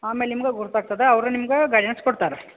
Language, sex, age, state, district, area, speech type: Kannada, male, 30-45, Karnataka, Belgaum, urban, conversation